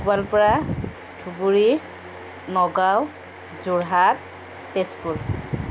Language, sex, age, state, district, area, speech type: Assamese, female, 18-30, Assam, Kamrup Metropolitan, urban, spontaneous